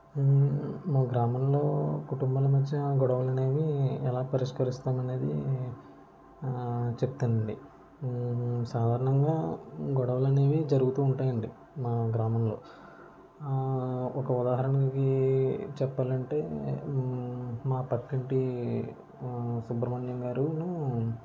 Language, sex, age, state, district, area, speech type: Telugu, male, 30-45, Andhra Pradesh, Kakinada, rural, spontaneous